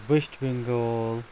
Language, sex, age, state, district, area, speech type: Nepali, male, 45-60, West Bengal, Kalimpong, rural, spontaneous